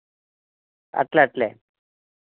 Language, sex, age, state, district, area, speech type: Telugu, male, 45-60, Andhra Pradesh, Sri Balaji, urban, conversation